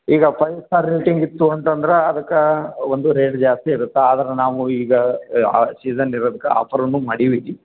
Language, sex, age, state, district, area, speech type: Kannada, male, 45-60, Karnataka, Koppal, rural, conversation